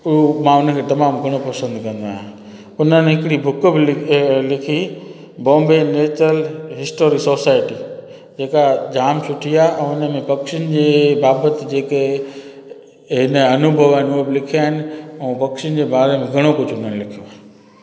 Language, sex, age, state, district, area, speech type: Sindhi, male, 45-60, Gujarat, Junagadh, urban, spontaneous